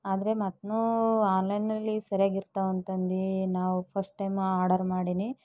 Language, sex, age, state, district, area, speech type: Kannada, female, 45-60, Karnataka, Bidar, rural, spontaneous